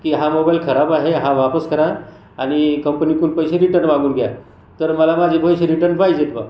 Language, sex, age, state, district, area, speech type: Marathi, male, 45-60, Maharashtra, Buldhana, rural, spontaneous